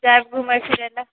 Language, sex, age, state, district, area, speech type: Maithili, female, 45-60, Bihar, Purnia, rural, conversation